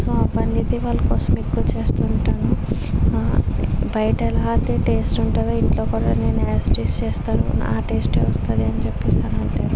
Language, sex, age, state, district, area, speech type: Telugu, female, 60+, Andhra Pradesh, Kakinada, rural, spontaneous